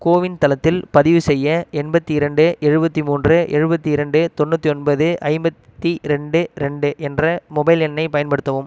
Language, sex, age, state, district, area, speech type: Tamil, male, 30-45, Tamil Nadu, Ariyalur, rural, read